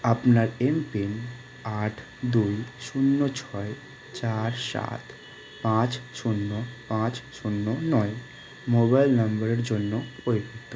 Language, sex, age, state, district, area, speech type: Bengali, male, 18-30, West Bengal, Malda, rural, read